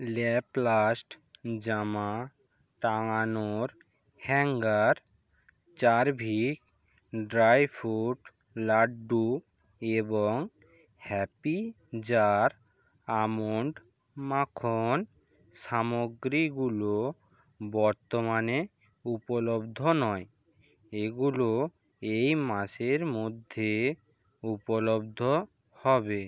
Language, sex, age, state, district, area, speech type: Bengali, male, 45-60, West Bengal, Purba Medinipur, rural, read